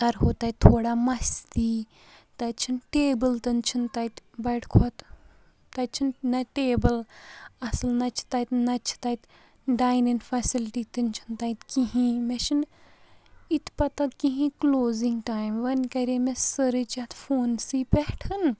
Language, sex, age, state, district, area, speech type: Kashmiri, female, 45-60, Jammu and Kashmir, Baramulla, rural, spontaneous